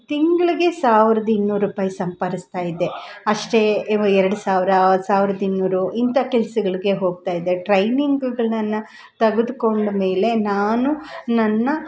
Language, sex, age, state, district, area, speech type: Kannada, female, 45-60, Karnataka, Kolar, urban, spontaneous